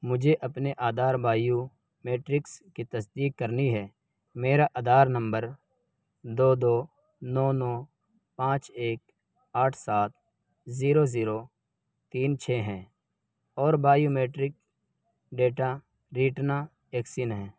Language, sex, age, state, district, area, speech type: Urdu, male, 18-30, Uttar Pradesh, Saharanpur, urban, read